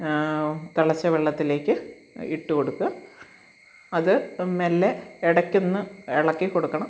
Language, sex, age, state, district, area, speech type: Malayalam, female, 60+, Kerala, Kottayam, rural, spontaneous